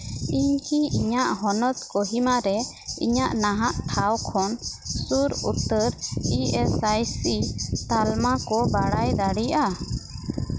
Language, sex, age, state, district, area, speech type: Santali, female, 18-30, West Bengal, Uttar Dinajpur, rural, read